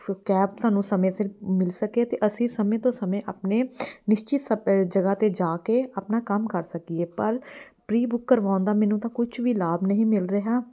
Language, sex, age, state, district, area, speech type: Punjabi, female, 30-45, Punjab, Amritsar, urban, spontaneous